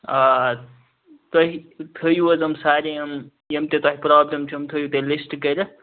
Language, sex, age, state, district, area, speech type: Kashmiri, male, 30-45, Jammu and Kashmir, Kupwara, rural, conversation